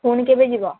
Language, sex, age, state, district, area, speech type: Odia, female, 30-45, Odisha, Sambalpur, rural, conversation